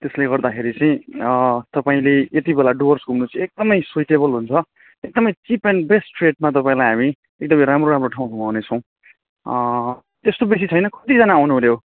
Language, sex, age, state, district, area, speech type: Nepali, male, 18-30, West Bengal, Darjeeling, rural, conversation